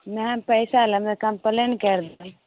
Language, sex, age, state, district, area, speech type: Maithili, female, 18-30, Bihar, Samastipur, rural, conversation